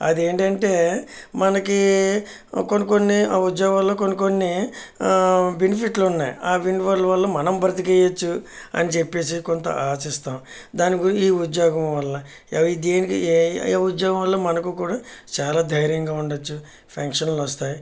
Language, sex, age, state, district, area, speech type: Telugu, male, 45-60, Andhra Pradesh, Kakinada, urban, spontaneous